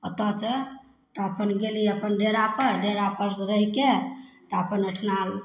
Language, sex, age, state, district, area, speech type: Maithili, female, 45-60, Bihar, Samastipur, rural, spontaneous